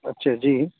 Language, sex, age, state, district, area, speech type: Urdu, male, 30-45, Bihar, Saharsa, rural, conversation